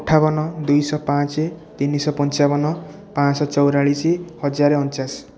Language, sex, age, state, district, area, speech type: Odia, male, 30-45, Odisha, Puri, urban, spontaneous